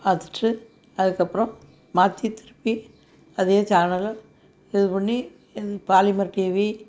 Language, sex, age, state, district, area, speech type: Tamil, female, 60+, Tamil Nadu, Thoothukudi, rural, spontaneous